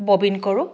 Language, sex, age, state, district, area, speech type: Assamese, female, 60+, Assam, Dhemaji, urban, spontaneous